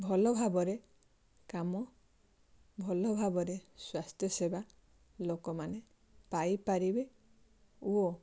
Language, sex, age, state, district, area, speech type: Odia, female, 30-45, Odisha, Balasore, rural, spontaneous